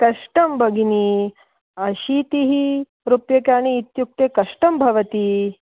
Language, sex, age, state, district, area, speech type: Sanskrit, female, 45-60, Karnataka, Belgaum, urban, conversation